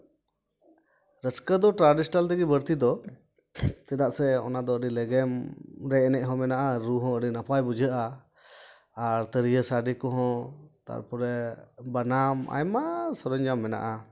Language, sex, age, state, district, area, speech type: Santali, male, 30-45, West Bengal, Dakshin Dinajpur, rural, spontaneous